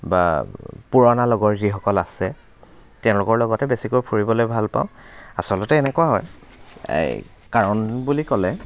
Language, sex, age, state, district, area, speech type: Assamese, male, 30-45, Assam, Dibrugarh, rural, spontaneous